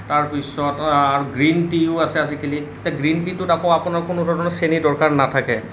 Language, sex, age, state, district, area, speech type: Assamese, male, 18-30, Assam, Nalbari, rural, spontaneous